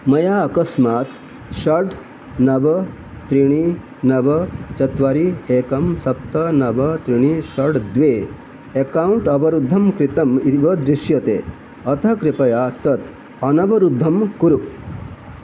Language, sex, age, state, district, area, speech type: Sanskrit, male, 60+, Odisha, Balasore, urban, read